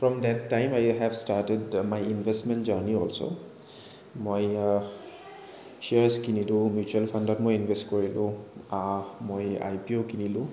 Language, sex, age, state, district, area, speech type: Assamese, male, 30-45, Assam, Kamrup Metropolitan, urban, spontaneous